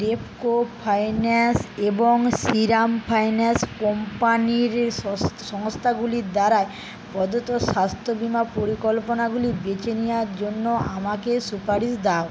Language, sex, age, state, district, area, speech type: Bengali, female, 30-45, West Bengal, Paschim Medinipur, rural, read